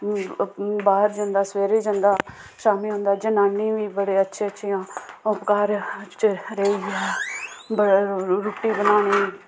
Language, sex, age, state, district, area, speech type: Dogri, female, 30-45, Jammu and Kashmir, Samba, rural, spontaneous